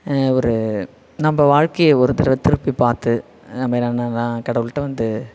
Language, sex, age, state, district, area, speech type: Tamil, female, 45-60, Tamil Nadu, Thanjavur, rural, spontaneous